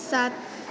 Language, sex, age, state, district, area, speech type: Nepali, female, 18-30, West Bengal, Alipurduar, urban, read